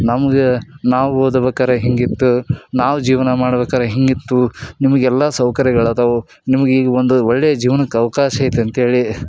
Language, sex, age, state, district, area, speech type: Kannada, male, 30-45, Karnataka, Koppal, rural, spontaneous